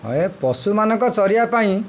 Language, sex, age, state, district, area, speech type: Odia, male, 45-60, Odisha, Jagatsinghpur, urban, spontaneous